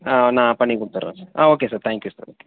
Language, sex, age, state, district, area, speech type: Tamil, male, 30-45, Tamil Nadu, Sivaganga, rural, conversation